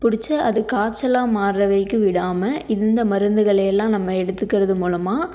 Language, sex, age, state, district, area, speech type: Tamil, female, 18-30, Tamil Nadu, Tiruppur, rural, spontaneous